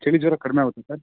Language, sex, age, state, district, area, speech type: Kannada, male, 18-30, Karnataka, Chikkamagaluru, rural, conversation